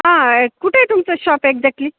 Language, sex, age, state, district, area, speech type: Marathi, female, 45-60, Maharashtra, Ahmednagar, rural, conversation